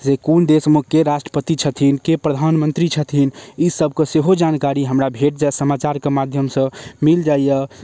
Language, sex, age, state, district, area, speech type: Maithili, male, 18-30, Bihar, Darbhanga, rural, spontaneous